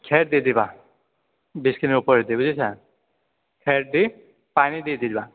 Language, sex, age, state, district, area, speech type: Assamese, male, 30-45, Assam, Biswanath, rural, conversation